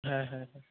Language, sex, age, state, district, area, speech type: Bengali, male, 18-30, West Bengal, Darjeeling, rural, conversation